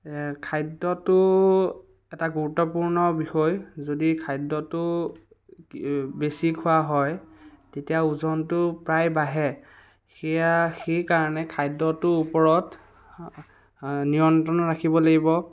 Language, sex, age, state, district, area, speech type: Assamese, male, 18-30, Assam, Biswanath, rural, spontaneous